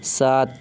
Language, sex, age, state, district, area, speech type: Urdu, male, 18-30, Uttar Pradesh, Siddharthnagar, rural, read